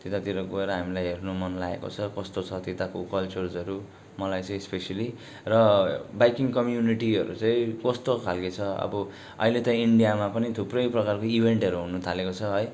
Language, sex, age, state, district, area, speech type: Nepali, male, 18-30, West Bengal, Darjeeling, rural, spontaneous